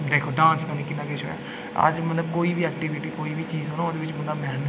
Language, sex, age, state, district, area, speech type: Dogri, male, 18-30, Jammu and Kashmir, Udhampur, urban, spontaneous